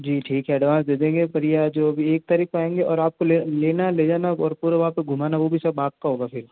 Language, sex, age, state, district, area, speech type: Hindi, male, 60+, Rajasthan, Jodhpur, urban, conversation